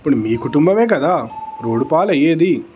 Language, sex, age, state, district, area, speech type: Telugu, male, 18-30, Telangana, Peddapalli, rural, spontaneous